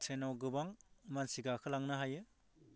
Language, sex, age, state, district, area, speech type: Bodo, male, 45-60, Assam, Baksa, rural, spontaneous